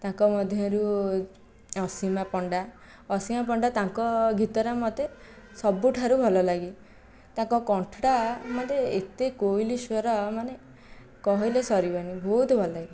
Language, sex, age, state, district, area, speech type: Odia, female, 18-30, Odisha, Jajpur, rural, spontaneous